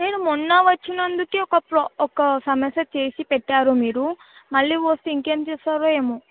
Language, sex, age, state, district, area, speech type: Telugu, female, 18-30, Telangana, Vikarabad, urban, conversation